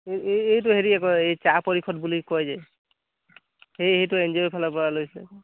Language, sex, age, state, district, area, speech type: Assamese, male, 18-30, Assam, Dibrugarh, urban, conversation